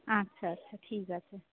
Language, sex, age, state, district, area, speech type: Bengali, female, 30-45, West Bengal, Darjeeling, rural, conversation